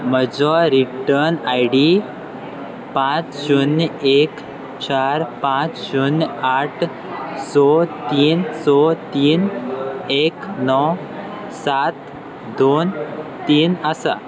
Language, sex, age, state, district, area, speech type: Goan Konkani, male, 18-30, Goa, Salcete, rural, read